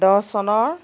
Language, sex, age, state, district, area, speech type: Assamese, female, 18-30, Assam, Nagaon, rural, spontaneous